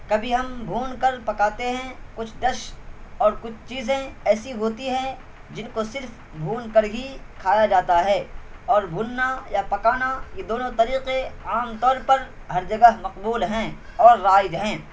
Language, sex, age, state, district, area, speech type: Urdu, male, 18-30, Bihar, Purnia, rural, spontaneous